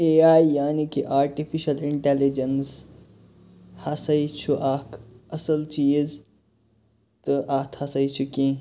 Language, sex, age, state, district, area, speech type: Kashmiri, male, 30-45, Jammu and Kashmir, Kupwara, rural, spontaneous